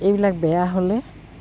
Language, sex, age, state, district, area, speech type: Assamese, female, 45-60, Assam, Goalpara, urban, spontaneous